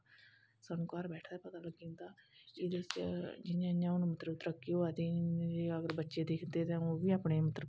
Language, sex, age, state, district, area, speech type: Dogri, female, 30-45, Jammu and Kashmir, Kathua, rural, spontaneous